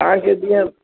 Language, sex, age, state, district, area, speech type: Sindhi, female, 45-60, Gujarat, Junagadh, rural, conversation